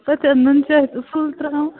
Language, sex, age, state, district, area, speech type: Kashmiri, female, 18-30, Jammu and Kashmir, Bandipora, rural, conversation